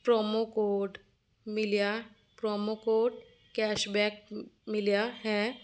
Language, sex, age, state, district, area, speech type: Punjabi, female, 30-45, Punjab, Fazilka, rural, spontaneous